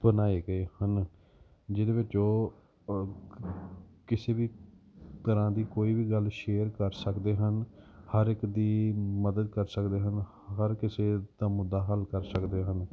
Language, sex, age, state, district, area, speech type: Punjabi, male, 30-45, Punjab, Gurdaspur, rural, spontaneous